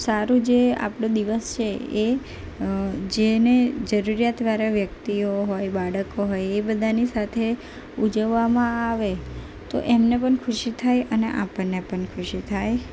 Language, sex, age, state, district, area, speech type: Gujarati, female, 18-30, Gujarat, Anand, urban, spontaneous